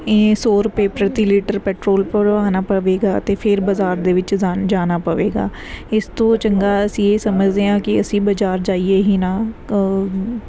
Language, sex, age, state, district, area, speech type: Punjabi, female, 30-45, Punjab, Mansa, urban, spontaneous